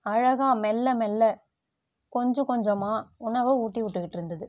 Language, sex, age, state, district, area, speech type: Tamil, female, 45-60, Tamil Nadu, Tiruvarur, rural, spontaneous